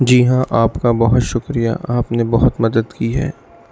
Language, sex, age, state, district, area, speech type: Urdu, male, 18-30, Delhi, East Delhi, urban, read